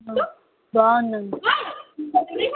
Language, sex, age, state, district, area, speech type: Telugu, female, 18-30, Andhra Pradesh, Kadapa, rural, conversation